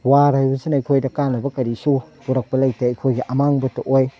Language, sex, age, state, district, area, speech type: Manipuri, male, 30-45, Manipur, Thoubal, rural, spontaneous